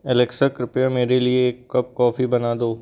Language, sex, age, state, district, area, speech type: Hindi, male, 30-45, Madhya Pradesh, Balaghat, rural, read